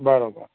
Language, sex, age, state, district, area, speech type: Gujarati, male, 45-60, Gujarat, Ahmedabad, urban, conversation